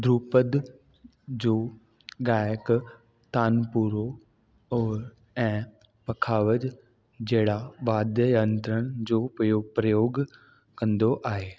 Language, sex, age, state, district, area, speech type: Sindhi, male, 18-30, Delhi, South Delhi, urban, spontaneous